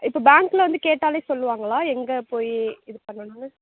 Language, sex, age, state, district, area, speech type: Tamil, female, 45-60, Tamil Nadu, Sivaganga, rural, conversation